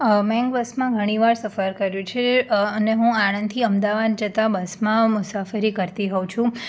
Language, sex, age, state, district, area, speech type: Gujarati, female, 18-30, Gujarat, Anand, urban, spontaneous